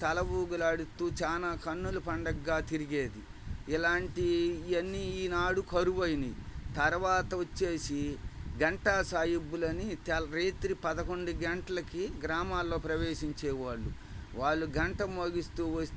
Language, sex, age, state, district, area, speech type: Telugu, male, 60+, Andhra Pradesh, Bapatla, urban, spontaneous